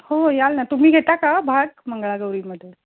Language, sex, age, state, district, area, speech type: Marathi, female, 45-60, Maharashtra, Mumbai Suburban, urban, conversation